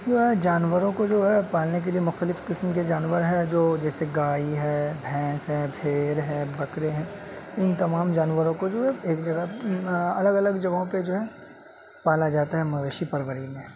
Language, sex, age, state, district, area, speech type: Urdu, male, 18-30, Delhi, North West Delhi, urban, spontaneous